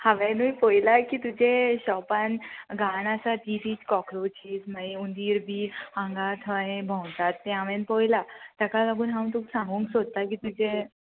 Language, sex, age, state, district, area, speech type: Goan Konkani, female, 18-30, Goa, Salcete, rural, conversation